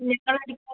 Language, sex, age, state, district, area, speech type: Malayalam, female, 30-45, Kerala, Kozhikode, urban, conversation